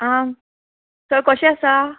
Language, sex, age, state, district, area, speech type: Goan Konkani, female, 30-45, Goa, Quepem, rural, conversation